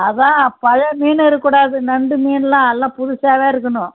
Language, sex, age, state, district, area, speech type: Tamil, female, 60+, Tamil Nadu, Kallakurichi, urban, conversation